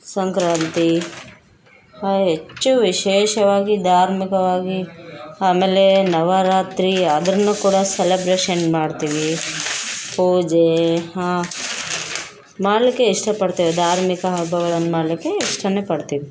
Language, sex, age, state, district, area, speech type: Kannada, female, 30-45, Karnataka, Bellary, rural, spontaneous